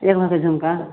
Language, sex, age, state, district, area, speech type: Maithili, female, 60+, Bihar, Begusarai, rural, conversation